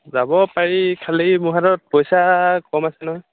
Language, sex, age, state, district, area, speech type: Assamese, male, 18-30, Assam, Sivasagar, rural, conversation